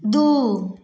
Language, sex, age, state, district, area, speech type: Maithili, female, 45-60, Bihar, Samastipur, rural, read